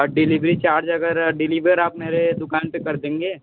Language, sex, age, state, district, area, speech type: Hindi, male, 30-45, Uttar Pradesh, Sonbhadra, rural, conversation